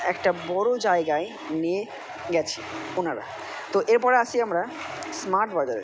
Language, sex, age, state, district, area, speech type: Bengali, male, 45-60, West Bengal, Purba Bardhaman, urban, spontaneous